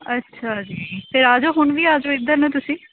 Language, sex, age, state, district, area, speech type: Punjabi, female, 18-30, Punjab, Hoshiarpur, urban, conversation